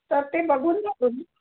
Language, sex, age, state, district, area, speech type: Marathi, female, 60+, Maharashtra, Nagpur, urban, conversation